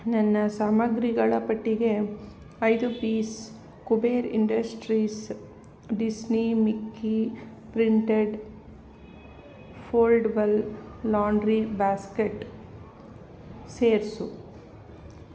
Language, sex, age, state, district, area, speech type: Kannada, female, 60+, Karnataka, Kolar, rural, read